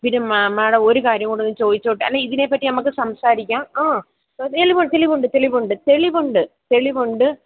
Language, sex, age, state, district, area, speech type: Malayalam, female, 30-45, Kerala, Kollam, rural, conversation